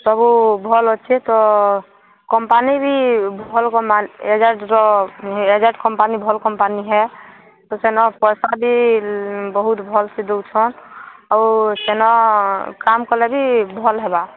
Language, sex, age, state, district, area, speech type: Odia, female, 18-30, Odisha, Balangir, urban, conversation